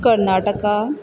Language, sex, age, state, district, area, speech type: Goan Konkani, female, 18-30, Goa, Quepem, rural, spontaneous